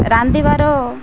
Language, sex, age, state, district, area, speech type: Odia, female, 45-60, Odisha, Malkangiri, urban, spontaneous